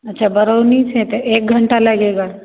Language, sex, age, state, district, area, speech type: Hindi, female, 18-30, Bihar, Begusarai, urban, conversation